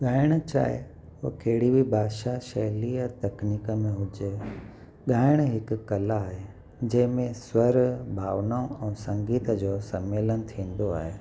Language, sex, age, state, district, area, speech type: Sindhi, male, 30-45, Gujarat, Kutch, urban, spontaneous